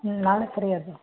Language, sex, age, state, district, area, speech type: Kannada, female, 30-45, Karnataka, Dharwad, urban, conversation